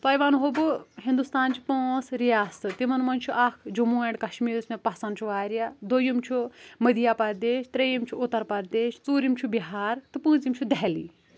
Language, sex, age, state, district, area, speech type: Kashmiri, female, 18-30, Jammu and Kashmir, Kulgam, rural, spontaneous